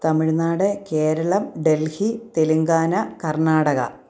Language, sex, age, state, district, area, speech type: Malayalam, female, 45-60, Kerala, Kottayam, rural, spontaneous